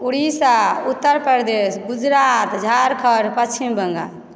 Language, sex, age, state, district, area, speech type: Maithili, female, 30-45, Bihar, Supaul, rural, spontaneous